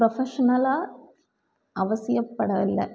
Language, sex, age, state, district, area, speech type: Tamil, female, 18-30, Tamil Nadu, Krishnagiri, rural, spontaneous